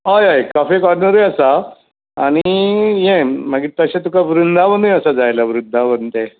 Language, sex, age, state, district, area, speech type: Goan Konkani, male, 60+, Goa, Bardez, rural, conversation